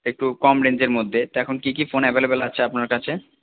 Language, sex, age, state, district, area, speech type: Bengali, male, 45-60, West Bengal, Purba Bardhaman, urban, conversation